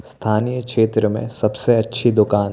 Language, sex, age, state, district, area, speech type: Hindi, male, 18-30, Madhya Pradesh, Bhopal, urban, read